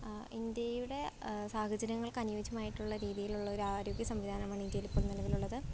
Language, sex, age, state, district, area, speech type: Malayalam, female, 18-30, Kerala, Idukki, rural, spontaneous